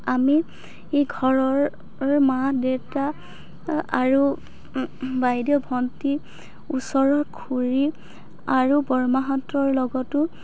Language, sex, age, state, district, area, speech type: Assamese, female, 45-60, Assam, Dhemaji, rural, spontaneous